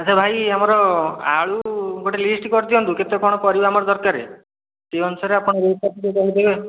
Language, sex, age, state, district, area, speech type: Odia, male, 30-45, Odisha, Khordha, rural, conversation